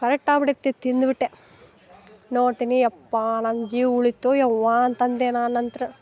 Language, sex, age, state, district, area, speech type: Kannada, female, 18-30, Karnataka, Dharwad, urban, spontaneous